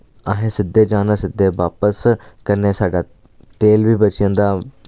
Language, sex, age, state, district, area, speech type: Dogri, male, 18-30, Jammu and Kashmir, Samba, urban, spontaneous